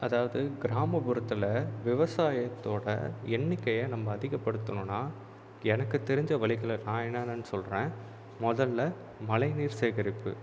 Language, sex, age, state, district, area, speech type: Tamil, male, 30-45, Tamil Nadu, Viluppuram, urban, spontaneous